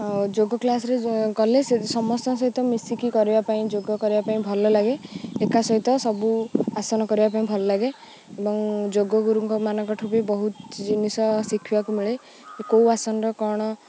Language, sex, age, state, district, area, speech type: Odia, female, 18-30, Odisha, Jagatsinghpur, rural, spontaneous